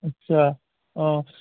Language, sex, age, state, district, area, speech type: Assamese, male, 30-45, Assam, Charaideo, urban, conversation